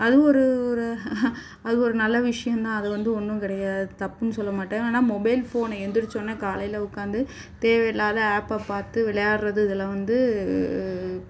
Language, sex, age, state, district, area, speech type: Tamil, female, 45-60, Tamil Nadu, Chennai, urban, spontaneous